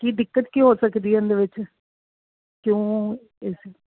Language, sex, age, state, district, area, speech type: Punjabi, female, 30-45, Punjab, Fazilka, rural, conversation